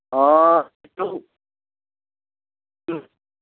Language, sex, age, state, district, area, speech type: Bodo, male, 45-60, Assam, Udalguri, rural, conversation